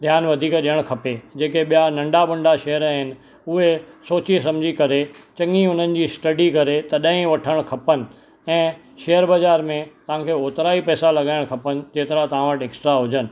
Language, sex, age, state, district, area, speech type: Sindhi, male, 45-60, Maharashtra, Thane, urban, spontaneous